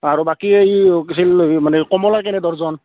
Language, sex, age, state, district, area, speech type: Assamese, male, 30-45, Assam, Barpeta, rural, conversation